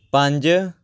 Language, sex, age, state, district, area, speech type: Punjabi, male, 18-30, Punjab, Patiala, urban, read